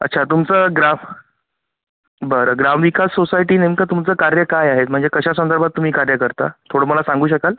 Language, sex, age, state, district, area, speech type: Marathi, male, 30-45, Maharashtra, Wardha, urban, conversation